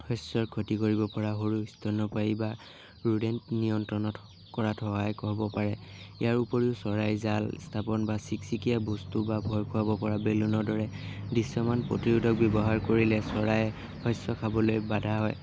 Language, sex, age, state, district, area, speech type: Assamese, male, 18-30, Assam, Lakhimpur, rural, spontaneous